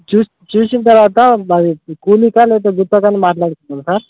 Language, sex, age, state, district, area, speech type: Telugu, male, 18-30, Telangana, Khammam, urban, conversation